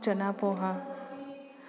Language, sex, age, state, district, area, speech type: Sanskrit, female, 45-60, Maharashtra, Nagpur, urban, spontaneous